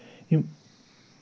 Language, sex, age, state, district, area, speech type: Kashmiri, male, 60+, Jammu and Kashmir, Ganderbal, urban, spontaneous